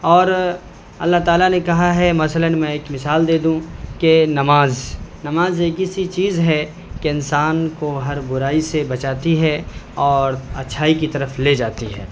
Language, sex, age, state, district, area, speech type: Urdu, male, 30-45, Bihar, Saharsa, urban, spontaneous